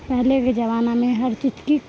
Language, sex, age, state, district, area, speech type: Urdu, female, 18-30, Bihar, Supaul, rural, spontaneous